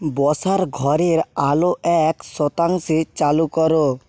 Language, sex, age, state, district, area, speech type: Bengali, male, 18-30, West Bengal, Nadia, rural, read